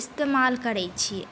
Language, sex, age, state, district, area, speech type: Maithili, female, 18-30, Bihar, Saharsa, rural, spontaneous